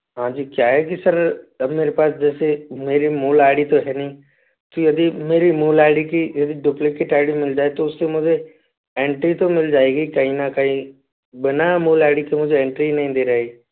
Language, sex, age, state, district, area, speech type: Hindi, male, 18-30, Rajasthan, Jaipur, urban, conversation